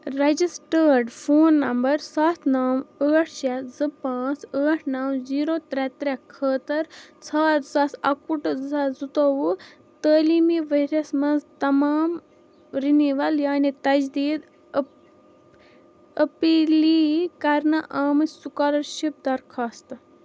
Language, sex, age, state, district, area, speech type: Kashmiri, other, 30-45, Jammu and Kashmir, Baramulla, urban, read